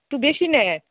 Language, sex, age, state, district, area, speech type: Bengali, female, 18-30, West Bengal, Alipurduar, rural, conversation